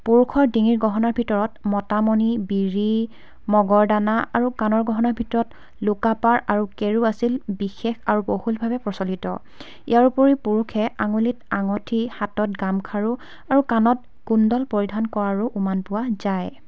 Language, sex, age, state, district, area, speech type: Assamese, female, 18-30, Assam, Dibrugarh, rural, spontaneous